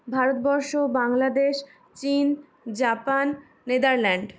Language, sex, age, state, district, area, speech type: Bengali, female, 30-45, West Bengal, Purulia, urban, spontaneous